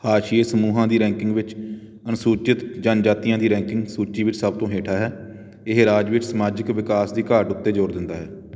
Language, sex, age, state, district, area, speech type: Punjabi, male, 30-45, Punjab, Patiala, rural, read